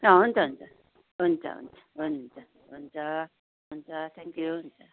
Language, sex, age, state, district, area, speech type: Nepali, female, 60+, West Bengal, Darjeeling, rural, conversation